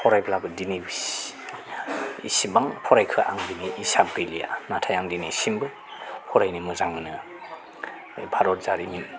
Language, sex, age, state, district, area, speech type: Bodo, male, 45-60, Assam, Chirang, rural, spontaneous